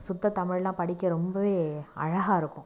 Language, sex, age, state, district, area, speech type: Tamil, female, 18-30, Tamil Nadu, Nagapattinam, rural, spontaneous